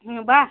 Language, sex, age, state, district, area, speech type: Kannada, female, 45-60, Karnataka, Gadag, rural, conversation